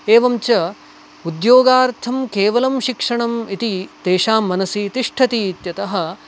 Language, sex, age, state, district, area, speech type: Sanskrit, male, 18-30, Karnataka, Dakshina Kannada, urban, spontaneous